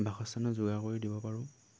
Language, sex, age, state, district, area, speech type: Assamese, male, 18-30, Assam, Dhemaji, rural, spontaneous